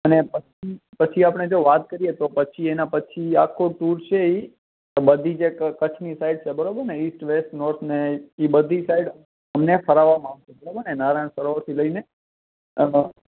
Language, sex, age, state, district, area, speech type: Gujarati, male, 18-30, Gujarat, Kutch, urban, conversation